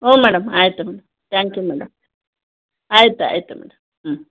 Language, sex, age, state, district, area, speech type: Kannada, female, 45-60, Karnataka, Chamarajanagar, rural, conversation